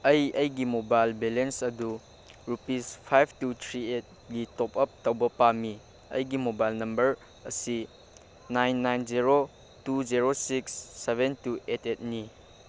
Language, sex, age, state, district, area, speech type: Manipuri, male, 18-30, Manipur, Chandel, rural, read